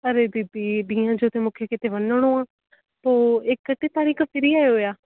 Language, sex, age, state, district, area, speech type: Sindhi, female, 18-30, Rajasthan, Ajmer, urban, conversation